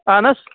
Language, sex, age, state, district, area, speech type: Kashmiri, male, 18-30, Jammu and Kashmir, Baramulla, rural, conversation